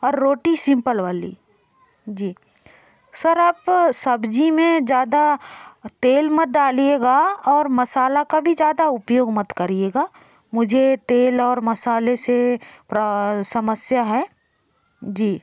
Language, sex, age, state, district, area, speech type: Hindi, female, 60+, Madhya Pradesh, Bhopal, rural, spontaneous